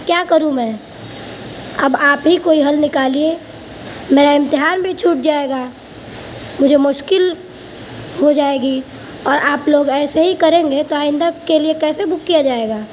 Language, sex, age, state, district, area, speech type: Urdu, female, 18-30, Uttar Pradesh, Mau, urban, spontaneous